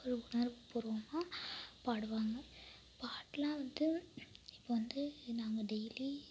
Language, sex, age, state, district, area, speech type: Tamil, female, 18-30, Tamil Nadu, Mayiladuthurai, urban, spontaneous